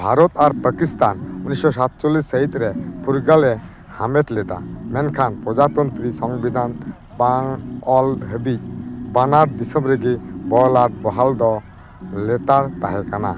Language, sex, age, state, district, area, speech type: Santali, male, 45-60, West Bengal, Dakshin Dinajpur, rural, read